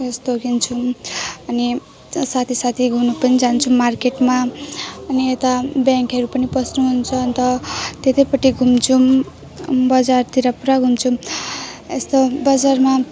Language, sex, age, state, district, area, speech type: Nepali, female, 18-30, West Bengal, Jalpaiguri, rural, spontaneous